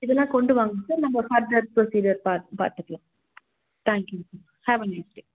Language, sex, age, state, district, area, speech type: Tamil, female, 18-30, Tamil Nadu, Krishnagiri, rural, conversation